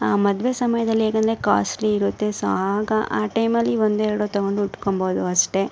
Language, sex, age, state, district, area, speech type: Kannada, female, 60+, Karnataka, Chikkaballapur, urban, spontaneous